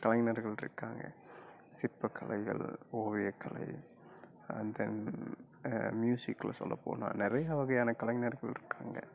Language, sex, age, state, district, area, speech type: Tamil, male, 18-30, Tamil Nadu, Coimbatore, rural, spontaneous